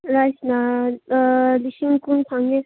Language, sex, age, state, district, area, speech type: Manipuri, female, 18-30, Manipur, Senapati, rural, conversation